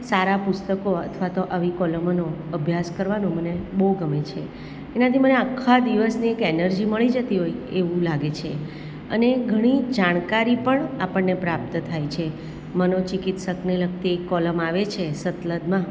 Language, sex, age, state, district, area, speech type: Gujarati, female, 45-60, Gujarat, Surat, urban, spontaneous